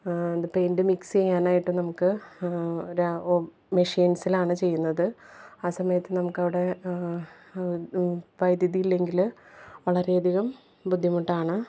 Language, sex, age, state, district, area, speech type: Malayalam, female, 30-45, Kerala, Ernakulam, urban, spontaneous